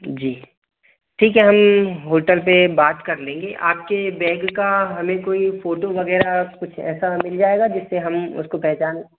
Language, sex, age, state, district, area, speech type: Hindi, male, 18-30, Madhya Pradesh, Bhopal, urban, conversation